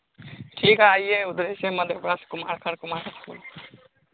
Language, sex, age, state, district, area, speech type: Hindi, male, 30-45, Bihar, Madhepura, rural, conversation